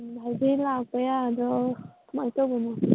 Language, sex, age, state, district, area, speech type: Manipuri, female, 30-45, Manipur, Kangpokpi, urban, conversation